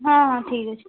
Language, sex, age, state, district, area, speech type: Odia, female, 18-30, Odisha, Subarnapur, urban, conversation